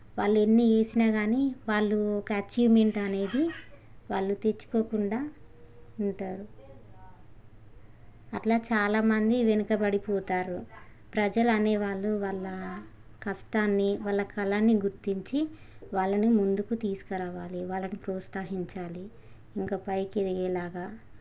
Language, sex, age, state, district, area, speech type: Telugu, female, 30-45, Telangana, Hanamkonda, rural, spontaneous